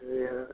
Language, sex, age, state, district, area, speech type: Hindi, male, 60+, Uttar Pradesh, Ghazipur, rural, conversation